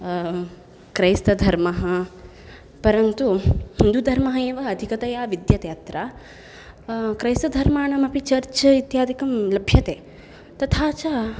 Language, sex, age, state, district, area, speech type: Sanskrit, female, 18-30, Karnataka, Udupi, urban, spontaneous